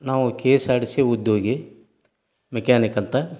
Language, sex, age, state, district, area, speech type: Kannada, male, 60+, Karnataka, Gadag, rural, spontaneous